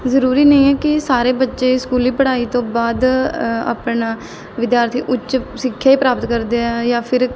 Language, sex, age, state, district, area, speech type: Punjabi, female, 18-30, Punjab, Mohali, urban, spontaneous